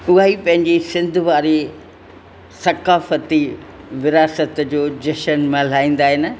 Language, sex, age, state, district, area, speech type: Sindhi, female, 60+, Rajasthan, Ajmer, urban, spontaneous